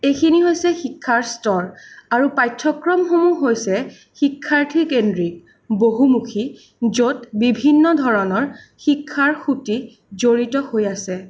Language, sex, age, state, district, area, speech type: Assamese, female, 18-30, Assam, Sonitpur, urban, spontaneous